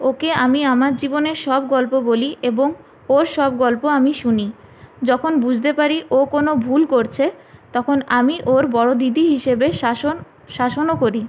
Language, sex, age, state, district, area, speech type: Bengali, female, 18-30, West Bengal, Purulia, urban, spontaneous